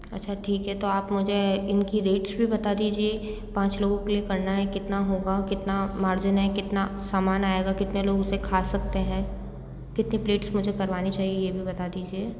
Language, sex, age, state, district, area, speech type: Hindi, female, 18-30, Rajasthan, Jodhpur, urban, spontaneous